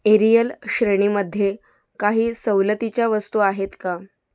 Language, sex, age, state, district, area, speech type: Marathi, female, 18-30, Maharashtra, Mumbai Suburban, rural, read